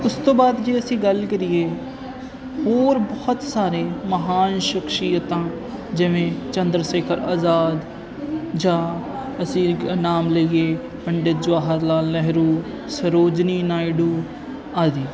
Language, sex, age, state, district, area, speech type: Punjabi, male, 18-30, Punjab, Firozpur, rural, spontaneous